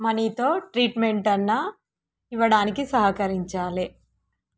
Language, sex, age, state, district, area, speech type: Telugu, female, 30-45, Telangana, Warangal, rural, spontaneous